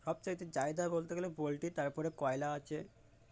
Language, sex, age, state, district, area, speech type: Bengali, male, 18-30, West Bengal, Uttar Dinajpur, urban, spontaneous